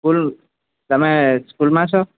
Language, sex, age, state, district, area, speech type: Gujarati, male, 18-30, Gujarat, Valsad, rural, conversation